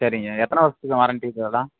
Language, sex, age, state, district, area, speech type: Tamil, male, 18-30, Tamil Nadu, Madurai, rural, conversation